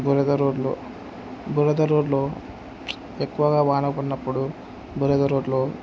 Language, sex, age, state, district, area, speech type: Telugu, male, 18-30, Andhra Pradesh, Kurnool, rural, spontaneous